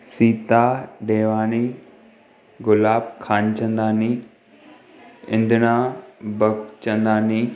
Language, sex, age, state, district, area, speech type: Sindhi, male, 18-30, Maharashtra, Thane, urban, spontaneous